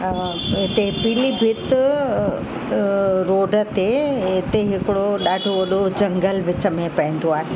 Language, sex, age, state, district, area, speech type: Sindhi, female, 45-60, Uttar Pradesh, Lucknow, rural, spontaneous